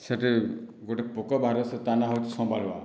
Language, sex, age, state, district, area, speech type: Odia, male, 60+, Odisha, Boudh, rural, spontaneous